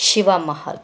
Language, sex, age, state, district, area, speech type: Kannada, female, 45-60, Karnataka, Bidar, urban, spontaneous